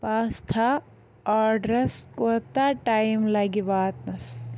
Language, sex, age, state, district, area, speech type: Kashmiri, female, 30-45, Jammu and Kashmir, Anantnag, rural, read